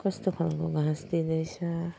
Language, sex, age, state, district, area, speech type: Nepali, female, 30-45, West Bengal, Kalimpong, rural, spontaneous